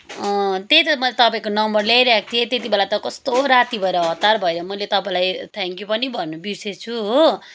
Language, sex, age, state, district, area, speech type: Nepali, female, 30-45, West Bengal, Kalimpong, rural, spontaneous